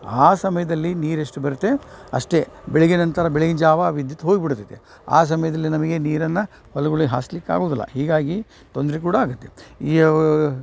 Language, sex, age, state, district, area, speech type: Kannada, male, 60+, Karnataka, Dharwad, rural, spontaneous